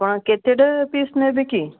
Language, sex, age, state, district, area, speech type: Odia, female, 60+, Odisha, Gajapati, rural, conversation